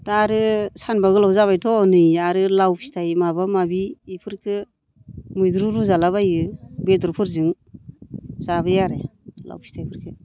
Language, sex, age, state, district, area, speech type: Bodo, female, 45-60, Assam, Baksa, rural, spontaneous